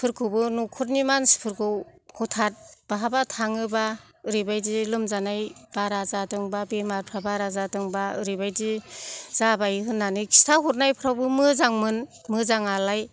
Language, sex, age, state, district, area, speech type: Bodo, female, 60+, Assam, Kokrajhar, rural, spontaneous